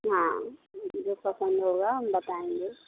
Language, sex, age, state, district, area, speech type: Hindi, female, 45-60, Uttar Pradesh, Mirzapur, rural, conversation